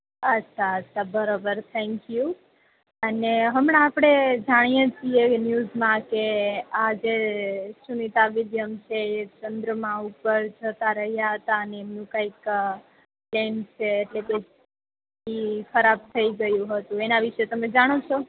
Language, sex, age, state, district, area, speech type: Gujarati, female, 18-30, Gujarat, Junagadh, urban, conversation